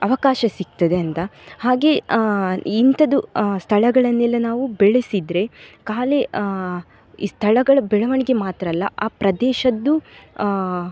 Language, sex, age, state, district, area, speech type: Kannada, female, 18-30, Karnataka, Dakshina Kannada, urban, spontaneous